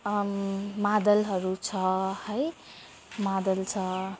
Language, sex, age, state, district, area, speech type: Nepali, female, 18-30, West Bengal, Jalpaiguri, rural, spontaneous